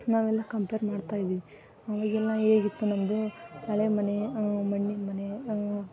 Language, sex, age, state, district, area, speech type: Kannada, female, 18-30, Karnataka, Koppal, rural, spontaneous